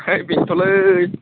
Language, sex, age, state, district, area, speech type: Bodo, male, 18-30, Assam, Udalguri, rural, conversation